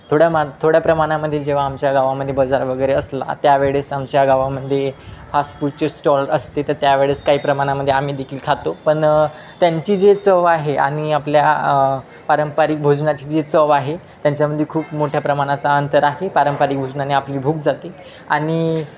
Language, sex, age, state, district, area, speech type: Marathi, male, 18-30, Maharashtra, Wardha, urban, spontaneous